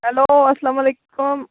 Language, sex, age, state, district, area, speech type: Kashmiri, female, 18-30, Jammu and Kashmir, Baramulla, rural, conversation